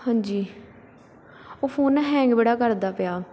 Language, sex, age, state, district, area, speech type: Punjabi, female, 18-30, Punjab, Pathankot, urban, spontaneous